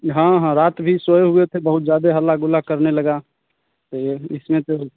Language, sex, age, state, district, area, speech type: Hindi, male, 18-30, Bihar, Begusarai, rural, conversation